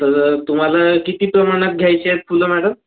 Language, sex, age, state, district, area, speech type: Marathi, female, 18-30, Maharashtra, Bhandara, urban, conversation